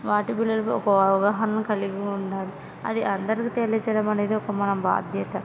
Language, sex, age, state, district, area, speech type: Telugu, female, 30-45, Andhra Pradesh, Kurnool, rural, spontaneous